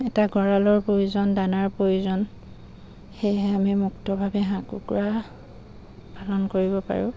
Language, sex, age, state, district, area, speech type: Assamese, female, 45-60, Assam, Dibrugarh, rural, spontaneous